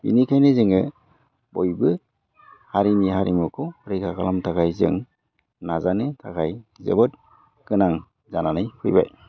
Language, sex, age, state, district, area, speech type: Bodo, male, 45-60, Assam, Udalguri, urban, spontaneous